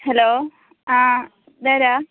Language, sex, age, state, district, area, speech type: Malayalam, female, 18-30, Kerala, Kasaragod, rural, conversation